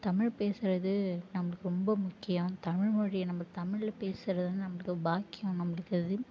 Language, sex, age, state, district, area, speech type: Tamil, female, 18-30, Tamil Nadu, Mayiladuthurai, urban, spontaneous